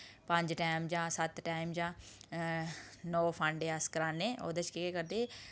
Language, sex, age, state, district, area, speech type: Dogri, female, 30-45, Jammu and Kashmir, Udhampur, rural, spontaneous